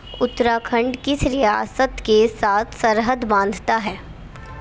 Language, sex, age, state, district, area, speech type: Urdu, female, 18-30, Uttar Pradesh, Gautam Buddha Nagar, urban, read